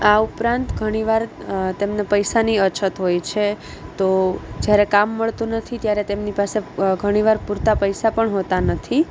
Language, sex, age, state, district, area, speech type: Gujarati, female, 18-30, Gujarat, Junagadh, urban, spontaneous